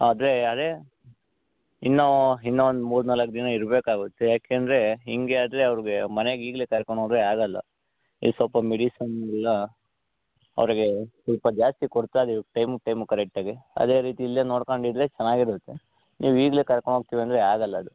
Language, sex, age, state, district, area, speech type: Kannada, male, 60+, Karnataka, Bangalore Rural, urban, conversation